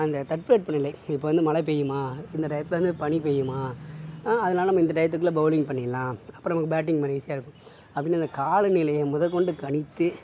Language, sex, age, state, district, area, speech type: Tamil, male, 60+, Tamil Nadu, Sivaganga, urban, spontaneous